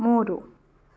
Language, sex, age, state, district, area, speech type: Kannada, female, 30-45, Karnataka, Shimoga, rural, read